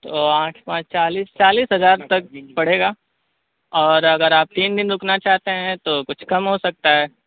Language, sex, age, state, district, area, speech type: Urdu, male, 18-30, Bihar, Purnia, rural, conversation